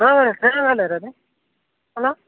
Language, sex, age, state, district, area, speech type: Kannada, male, 30-45, Karnataka, Udupi, rural, conversation